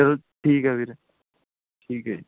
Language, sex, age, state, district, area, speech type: Punjabi, male, 18-30, Punjab, Mohali, rural, conversation